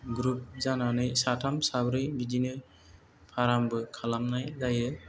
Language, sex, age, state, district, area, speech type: Bodo, male, 45-60, Assam, Chirang, rural, spontaneous